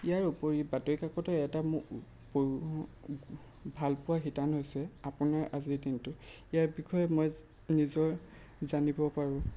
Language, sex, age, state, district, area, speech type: Assamese, male, 30-45, Assam, Lakhimpur, rural, spontaneous